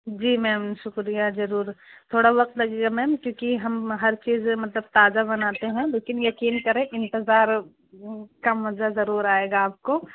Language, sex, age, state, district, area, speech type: Urdu, female, 18-30, Uttar Pradesh, Balrampur, rural, conversation